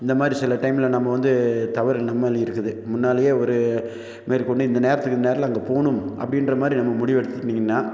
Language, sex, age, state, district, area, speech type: Tamil, male, 45-60, Tamil Nadu, Nilgiris, urban, spontaneous